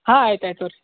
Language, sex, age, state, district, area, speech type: Kannada, male, 45-60, Karnataka, Belgaum, rural, conversation